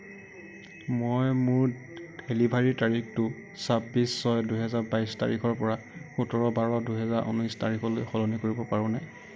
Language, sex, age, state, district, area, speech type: Assamese, male, 18-30, Assam, Kamrup Metropolitan, urban, read